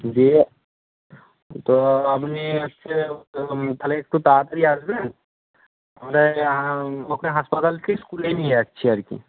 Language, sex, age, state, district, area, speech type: Bengali, male, 30-45, West Bengal, Jhargram, rural, conversation